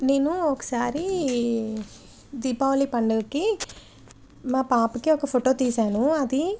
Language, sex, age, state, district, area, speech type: Telugu, female, 30-45, Andhra Pradesh, Anakapalli, rural, spontaneous